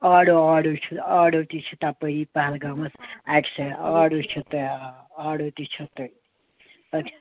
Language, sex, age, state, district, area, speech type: Kashmiri, female, 60+, Jammu and Kashmir, Srinagar, urban, conversation